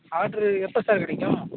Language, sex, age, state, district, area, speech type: Tamil, male, 30-45, Tamil Nadu, Tiruchirappalli, rural, conversation